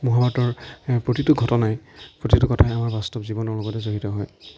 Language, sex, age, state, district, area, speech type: Assamese, male, 45-60, Assam, Darrang, rural, spontaneous